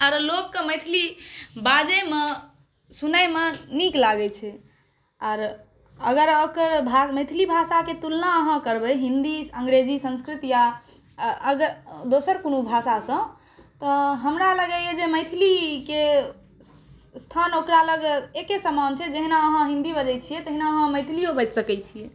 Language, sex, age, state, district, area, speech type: Maithili, female, 18-30, Bihar, Saharsa, rural, spontaneous